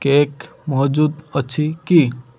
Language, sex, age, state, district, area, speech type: Odia, male, 18-30, Odisha, Balasore, rural, read